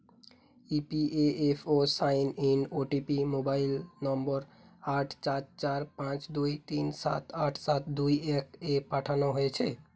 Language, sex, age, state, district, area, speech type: Bengali, male, 18-30, West Bengal, Hooghly, urban, read